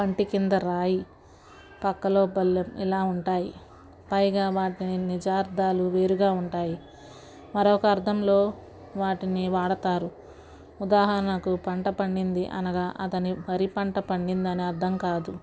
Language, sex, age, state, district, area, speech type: Telugu, female, 45-60, Andhra Pradesh, Guntur, urban, spontaneous